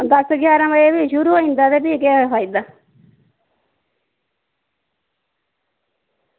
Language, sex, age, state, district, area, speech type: Dogri, female, 30-45, Jammu and Kashmir, Udhampur, rural, conversation